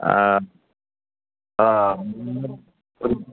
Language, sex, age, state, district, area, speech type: Malayalam, male, 60+, Kerala, Thiruvananthapuram, urban, conversation